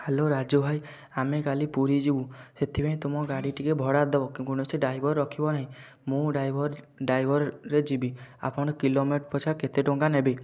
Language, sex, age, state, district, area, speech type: Odia, male, 18-30, Odisha, Kendujhar, urban, spontaneous